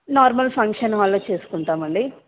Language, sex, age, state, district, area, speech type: Telugu, female, 18-30, Telangana, Nalgonda, urban, conversation